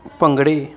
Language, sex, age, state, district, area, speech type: Punjabi, male, 30-45, Punjab, Jalandhar, urban, spontaneous